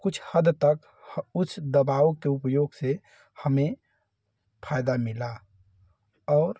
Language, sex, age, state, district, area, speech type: Hindi, male, 30-45, Uttar Pradesh, Varanasi, urban, spontaneous